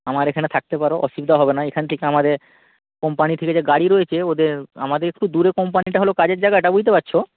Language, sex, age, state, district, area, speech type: Bengali, male, 18-30, West Bengal, North 24 Parganas, rural, conversation